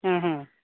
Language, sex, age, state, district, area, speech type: Kannada, female, 30-45, Karnataka, Uttara Kannada, rural, conversation